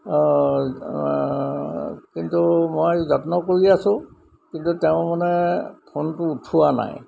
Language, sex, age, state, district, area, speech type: Assamese, male, 60+, Assam, Golaghat, urban, spontaneous